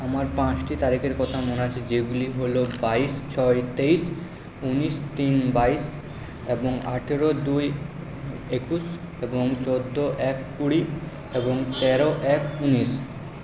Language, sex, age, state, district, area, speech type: Bengali, male, 45-60, West Bengal, Purba Bardhaman, urban, spontaneous